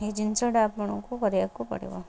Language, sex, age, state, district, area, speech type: Odia, female, 18-30, Odisha, Cuttack, urban, spontaneous